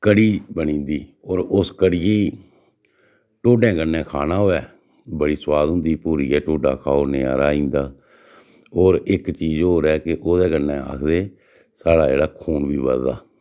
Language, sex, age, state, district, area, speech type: Dogri, male, 60+, Jammu and Kashmir, Reasi, rural, spontaneous